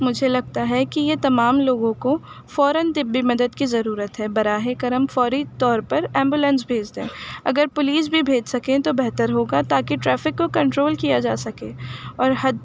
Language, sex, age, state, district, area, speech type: Urdu, female, 18-30, Delhi, North East Delhi, urban, spontaneous